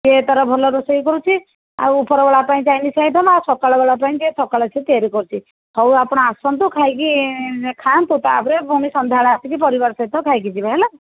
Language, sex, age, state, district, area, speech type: Odia, female, 60+, Odisha, Jajpur, rural, conversation